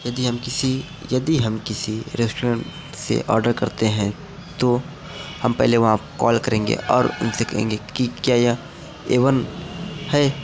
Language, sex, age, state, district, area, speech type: Hindi, male, 18-30, Uttar Pradesh, Mirzapur, rural, spontaneous